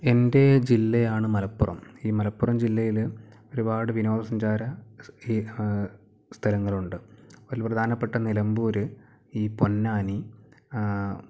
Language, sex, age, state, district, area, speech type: Malayalam, male, 18-30, Kerala, Malappuram, rural, spontaneous